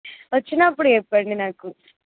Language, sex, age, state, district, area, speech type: Telugu, female, 18-30, Telangana, Jangaon, rural, conversation